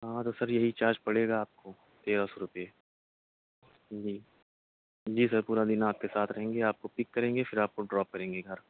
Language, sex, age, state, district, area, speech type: Urdu, male, 18-30, Delhi, Central Delhi, urban, conversation